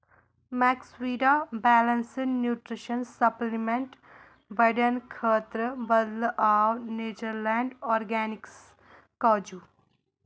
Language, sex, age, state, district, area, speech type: Kashmiri, female, 18-30, Jammu and Kashmir, Anantnag, rural, read